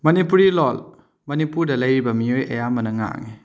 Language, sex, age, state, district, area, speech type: Manipuri, male, 30-45, Manipur, Kakching, rural, spontaneous